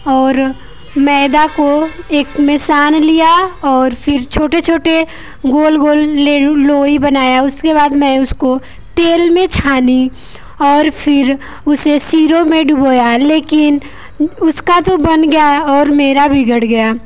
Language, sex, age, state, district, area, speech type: Hindi, female, 18-30, Uttar Pradesh, Mirzapur, rural, spontaneous